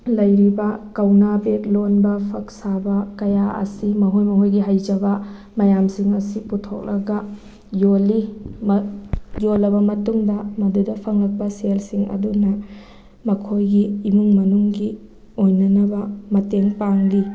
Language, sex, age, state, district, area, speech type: Manipuri, female, 18-30, Manipur, Thoubal, rural, spontaneous